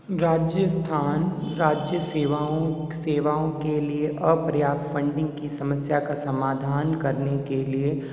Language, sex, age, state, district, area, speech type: Hindi, male, 30-45, Rajasthan, Jodhpur, urban, spontaneous